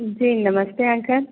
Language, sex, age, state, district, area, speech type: Hindi, female, 18-30, Bihar, Begusarai, rural, conversation